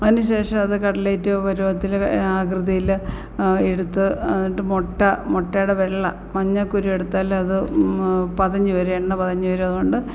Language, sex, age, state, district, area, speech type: Malayalam, female, 45-60, Kerala, Alappuzha, rural, spontaneous